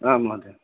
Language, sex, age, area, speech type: Sanskrit, male, 30-45, rural, conversation